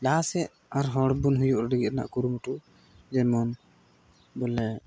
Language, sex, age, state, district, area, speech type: Santali, male, 18-30, Jharkhand, Pakur, rural, spontaneous